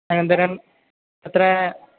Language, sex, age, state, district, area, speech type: Sanskrit, male, 18-30, Kerala, Thrissur, rural, conversation